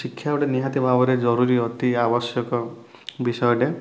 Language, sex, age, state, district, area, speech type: Odia, male, 30-45, Odisha, Kalahandi, rural, spontaneous